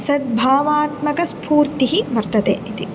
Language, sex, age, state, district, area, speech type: Sanskrit, female, 18-30, Tamil Nadu, Kanchipuram, urban, spontaneous